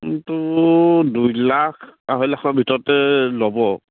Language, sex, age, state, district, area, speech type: Assamese, male, 45-60, Assam, Charaideo, rural, conversation